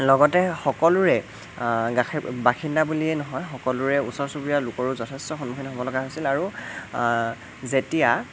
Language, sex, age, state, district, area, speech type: Assamese, male, 18-30, Assam, Sonitpur, rural, spontaneous